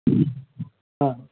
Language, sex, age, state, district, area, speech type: Telugu, male, 18-30, Andhra Pradesh, Annamaya, rural, conversation